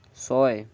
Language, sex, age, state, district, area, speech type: Assamese, male, 18-30, Assam, Lakhimpur, rural, read